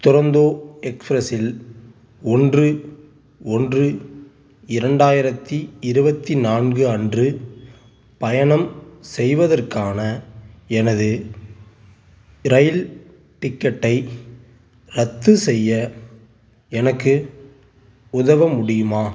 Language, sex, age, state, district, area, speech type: Tamil, male, 18-30, Tamil Nadu, Tiruchirappalli, rural, read